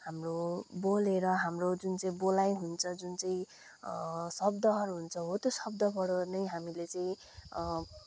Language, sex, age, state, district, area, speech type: Nepali, male, 18-30, West Bengal, Kalimpong, rural, spontaneous